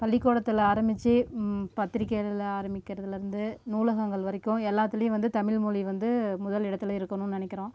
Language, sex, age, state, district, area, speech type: Tamil, female, 30-45, Tamil Nadu, Namakkal, rural, spontaneous